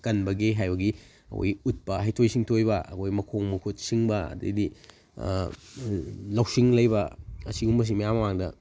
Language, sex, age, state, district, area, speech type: Manipuri, male, 18-30, Manipur, Kakching, rural, spontaneous